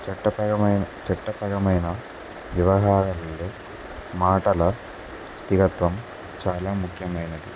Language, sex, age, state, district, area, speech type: Telugu, male, 18-30, Telangana, Kamareddy, urban, spontaneous